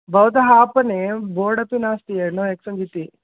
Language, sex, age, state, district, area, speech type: Sanskrit, male, 30-45, Karnataka, Vijayapura, urban, conversation